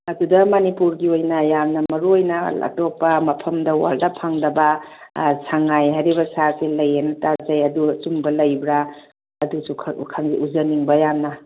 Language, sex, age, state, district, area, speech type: Manipuri, female, 45-60, Manipur, Kakching, rural, conversation